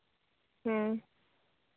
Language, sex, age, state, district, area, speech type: Santali, female, 18-30, Jharkhand, Seraikela Kharsawan, rural, conversation